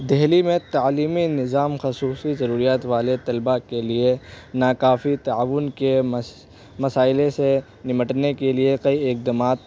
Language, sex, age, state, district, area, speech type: Urdu, male, 18-30, Delhi, North West Delhi, urban, spontaneous